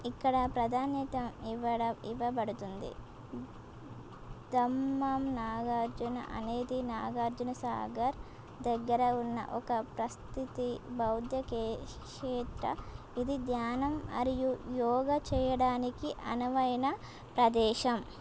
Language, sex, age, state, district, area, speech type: Telugu, female, 18-30, Telangana, Komaram Bheem, urban, spontaneous